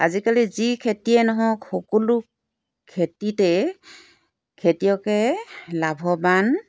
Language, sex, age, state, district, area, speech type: Assamese, female, 45-60, Assam, Golaghat, rural, spontaneous